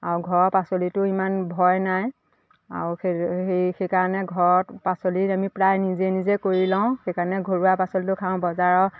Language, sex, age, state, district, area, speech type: Assamese, female, 45-60, Assam, Majuli, urban, spontaneous